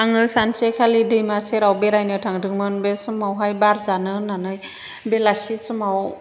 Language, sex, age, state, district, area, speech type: Bodo, female, 45-60, Assam, Chirang, urban, spontaneous